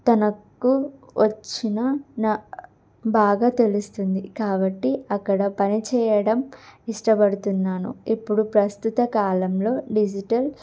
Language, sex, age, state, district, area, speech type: Telugu, female, 18-30, Andhra Pradesh, Guntur, urban, spontaneous